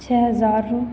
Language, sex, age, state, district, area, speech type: Hindi, female, 18-30, Madhya Pradesh, Hoshangabad, rural, spontaneous